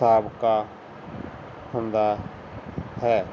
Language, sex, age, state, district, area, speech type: Punjabi, male, 30-45, Punjab, Fazilka, rural, read